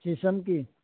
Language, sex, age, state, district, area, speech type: Urdu, male, 18-30, Delhi, Central Delhi, rural, conversation